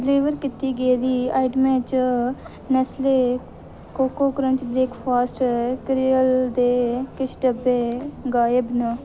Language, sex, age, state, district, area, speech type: Dogri, female, 18-30, Jammu and Kashmir, Reasi, rural, read